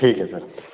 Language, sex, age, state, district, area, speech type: Hindi, male, 18-30, Madhya Pradesh, Jabalpur, urban, conversation